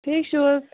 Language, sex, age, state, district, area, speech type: Kashmiri, female, 30-45, Jammu and Kashmir, Bandipora, rural, conversation